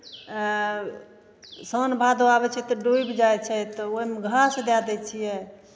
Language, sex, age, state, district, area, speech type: Maithili, female, 45-60, Bihar, Begusarai, rural, spontaneous